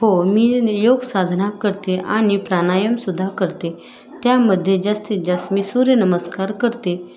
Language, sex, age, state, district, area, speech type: Marathi, female, 30-45, Maharashtra, Osmanabad, rural, spontaneous